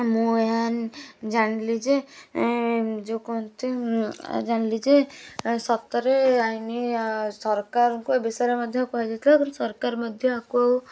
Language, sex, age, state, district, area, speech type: Odia, female, 18-30, Odisha, Kendujhar, urban, spontaneous